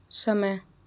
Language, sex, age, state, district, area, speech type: Hindi, female, 18-30, Madhya Pradesh, Bhopal, urban, read